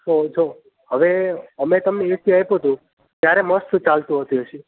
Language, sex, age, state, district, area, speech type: Gujarati, male, 18-30, Gujarat, Surat, rural, conversation